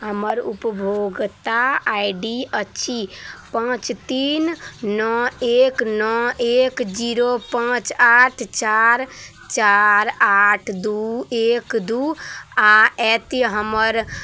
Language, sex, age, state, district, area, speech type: Maithili, female, 18-30, Bihar, Araria, urban, read